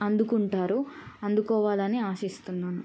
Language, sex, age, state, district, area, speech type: Telugu, female, 18-30, Telangana, Siddipet, urban, spontaneous